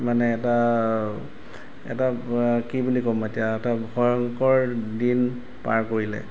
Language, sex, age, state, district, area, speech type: Assamese, male, 30-45, Assam, Golaghat, urban, spontaneous